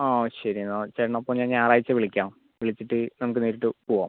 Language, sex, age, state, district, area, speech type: Malayalam, male, 30-45, Kerala, Palakkad, rural, conversation